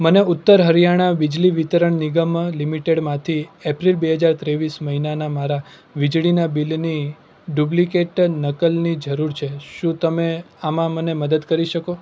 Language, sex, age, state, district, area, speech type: Gujarati, male, 18-30, Gujarat, Surat, urban, read